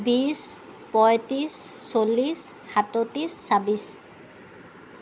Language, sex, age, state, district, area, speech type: Assamese, female, 30-45, Assam, Lakhimpur, rural, spontaneous